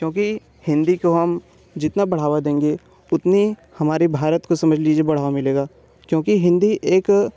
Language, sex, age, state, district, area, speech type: Hindi, male, 18-30, Uttar Pradesh, Bhadohi, urban, spontaneous